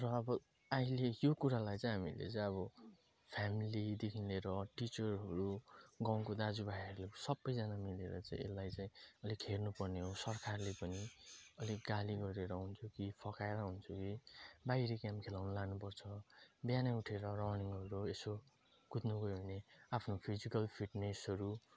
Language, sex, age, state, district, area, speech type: Nepali, male, 30-45, West Bengal, Jalpaiguri, urban, spontaneous